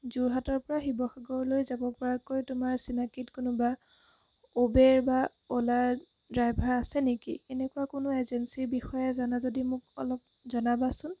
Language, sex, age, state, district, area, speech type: Assamese, female, 18-30, Assam, Jorhat, urban, spontaneous